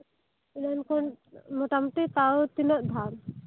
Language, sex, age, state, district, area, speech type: Santali, female, 18-30, West Bengal, Birbhum, rural, conversation